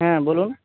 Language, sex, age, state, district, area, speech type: Bengali, male, 30-45, West Bengal, Jhargram, rural, conversation